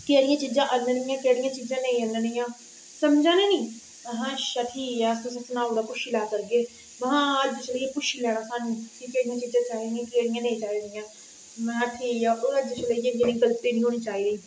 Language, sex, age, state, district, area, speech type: Dogri, female, 45-60, Jammu and Kashmir, Reasi, rural, spontaneous